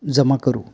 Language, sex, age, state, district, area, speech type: Marathi, male, 45-60, Maharashtra, Palghar, rural, spontaneous